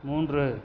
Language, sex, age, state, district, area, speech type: Tamil, male, 30-45, Tamil Nadu, Sivaganga, rural, read